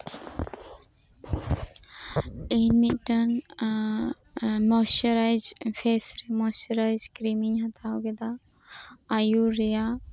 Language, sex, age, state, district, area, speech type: Santali, female, 18-30, West Bengal, Birbhum, rural, spontaneous